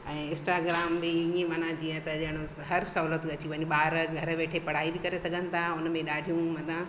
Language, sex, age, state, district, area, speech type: Sindhi, female, 45-60, Madhya Pradesh, Katni, rural, spontaneous